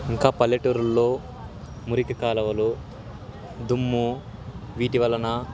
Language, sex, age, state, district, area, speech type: Telugu, male, 18-30, Andhra Pradesh, Sri Satya Sai, rural, spontaneous